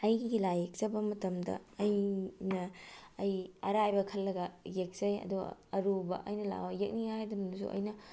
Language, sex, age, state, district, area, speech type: Manipuri, female, 45-60, Manipur, Bishnupur, rural, spontaneous